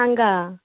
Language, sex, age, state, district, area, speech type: Kannada, female, 18-30, Karnataka, Bidar, urban, conversation